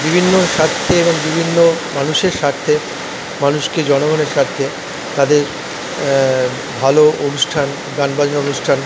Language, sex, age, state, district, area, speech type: Bengali, male, 45-60, West Bengal, Paschim Bardhaman, urban, spontaneous